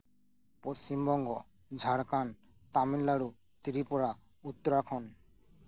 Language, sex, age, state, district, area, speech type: Santali, male, 18-30, West Bengal, Birbhum, rural, spontaneous